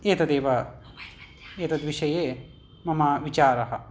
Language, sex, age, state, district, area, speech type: Sanskrit, male, 18-30, Karnataka, Vijayanagara, urban, spontaneous